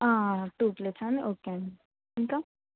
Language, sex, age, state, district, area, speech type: Telugu, female, 18-30, Telangana, Adilabad, urban, conversation